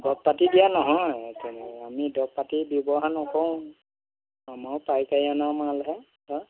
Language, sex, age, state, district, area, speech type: Assamese, male, 60+, Assam, Golaghat, rural, conversation